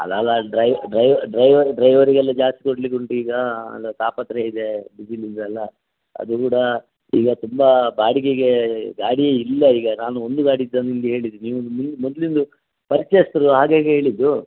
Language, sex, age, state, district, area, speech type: Kannada, male, 60+, Karnataka, Dakshina Kannada, rural, conversation